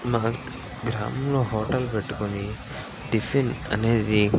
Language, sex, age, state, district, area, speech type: Telugu, male, 18-30, Andhra Pradesh, Srikakulam, rural, spontaneous